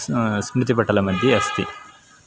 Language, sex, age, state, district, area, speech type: Sanskrit, male, 18-30, Karnataka, Uttara Kannada, urban, spontaneous